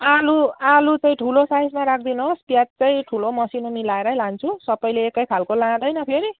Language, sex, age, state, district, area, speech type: Nepali, female, 45-60, West Bengal, Jalpaiguri, urban, conversation